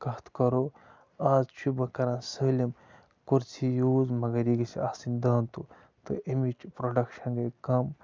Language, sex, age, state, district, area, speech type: Kashmiri, male, 45-60, Jammu and Kashmir, Bandipora, rural, spontaneous